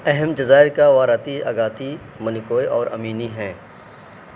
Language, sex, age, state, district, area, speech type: Urdu, male, 30-45, Uttar Pradesh, Mau, urban, read